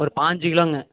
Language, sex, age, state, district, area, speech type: Tamil, male, 18-30, Tamil Nadu, Erode, rural, conversation